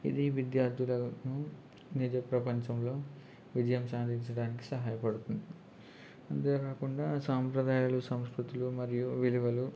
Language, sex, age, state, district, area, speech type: Telugu, male, 18-30, Andhra Pradesh, East Godavari, rural, spontaneous